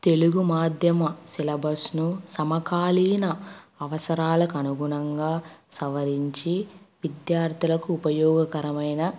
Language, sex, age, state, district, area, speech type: Telugu, female, 18-30, Andhra Pradesh, Kadapa, rural, spontaneous